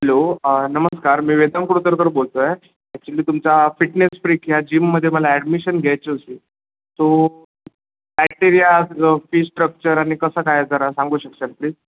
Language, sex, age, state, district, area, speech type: Marathi, male, 18-30, Maharashtra, Sindhudurg, rural, conversation